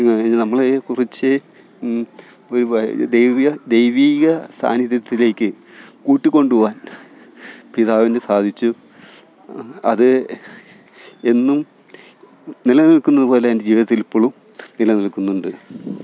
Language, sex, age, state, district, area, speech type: Malayalam, male, 45-60, Kerala, Thiruvananthapuram, rural, spontaneous